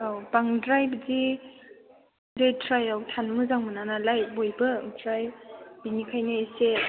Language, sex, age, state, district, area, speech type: Bodo, female, 18-30, Assam, Chirang, urban, conversation